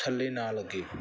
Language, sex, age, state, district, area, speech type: Punjabi, male, 30-45, Punjab, Bathinda, urban, spontaneous